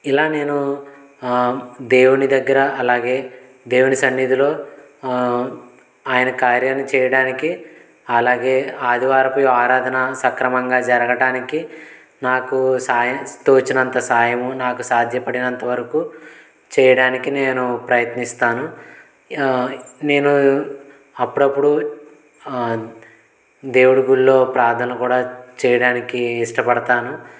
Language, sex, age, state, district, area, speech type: Telugu, male, 18-30, Andhra Pradesh, Konaseema, rural, spontaneous